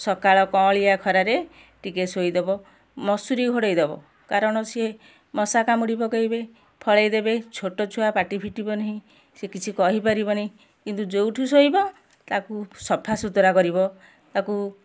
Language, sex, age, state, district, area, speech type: Odia, female, 45-60, Odisha, Kendujhar, urban, spontaneous